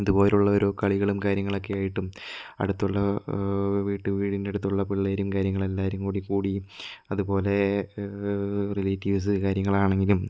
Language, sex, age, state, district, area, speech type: Malayalam, male, 18-30, Kerala, Kozhikode, rural, spontaneous